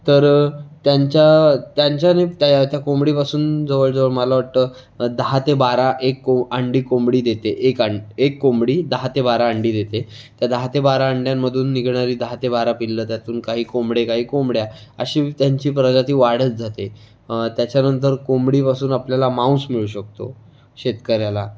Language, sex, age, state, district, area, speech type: Marathi, male, 18-30, Maharashtra, Raigad, rural, spontaneous